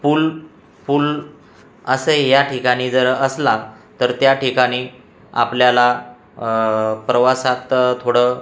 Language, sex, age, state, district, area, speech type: Marathi, male, 45-60, Maharashtra, Buldhana, rural, spontaneous